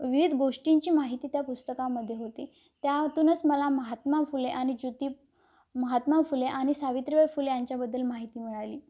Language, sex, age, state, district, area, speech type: Marathi, female, 18-30, Maharashtra, Amravati, rural, spontaneous